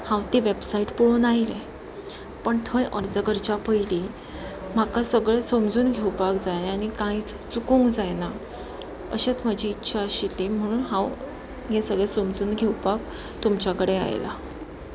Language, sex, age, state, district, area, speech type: Goan Konkani, female, 30-45, Goa, Pernem, rural, spontaneous